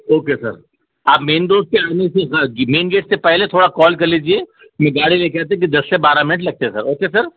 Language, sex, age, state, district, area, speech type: Urdu, male, 45-60, Telangana, Hyderabad, urban, conversation